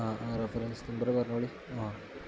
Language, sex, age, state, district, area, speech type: Malayalam, male, 18-30, Kerala, Malappuram, rural, spontaneous